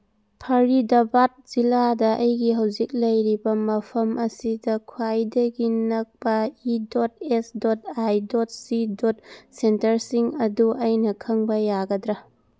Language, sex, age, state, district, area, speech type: Manipuri, female, 30-45, Manipur, Churachandpur, urban, read